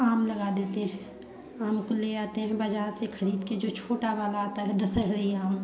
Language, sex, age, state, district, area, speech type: Hindi, female, 30-45, Uttar Pradesh, Prayagraj, urban, spontaneous